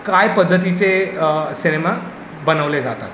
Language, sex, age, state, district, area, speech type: Marathi, male, 30-45, Maharashtra, Mumbai City, urban, spontaneous